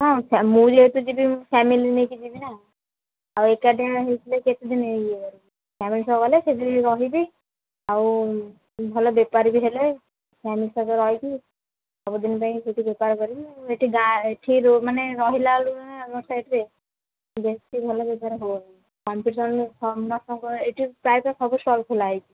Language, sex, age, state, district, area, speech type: Odia, female, 30-45, Odisha, Sambalpur, rural, conversation